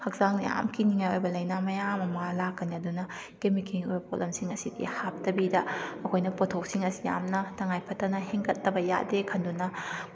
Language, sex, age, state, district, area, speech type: Manipuri, female, 30-45, Manipur, Kakching, rural, spontaneous